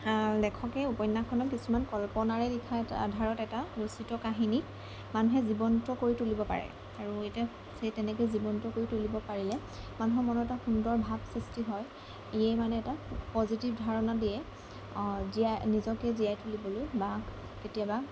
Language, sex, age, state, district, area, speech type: Assamese, female, 18-30, Assam, Jorhat, urban, spontaneous